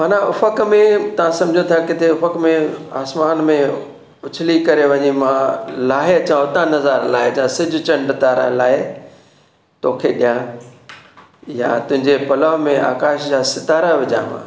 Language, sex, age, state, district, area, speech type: Sindhi, male, 60+, Maharashtra, Thane, urban, spontaneous